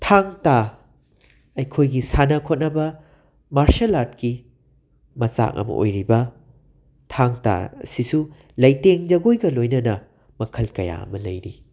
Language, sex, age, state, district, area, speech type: Manipuri, male, 45-60, Manipur, Imphal West, urban, spontaneous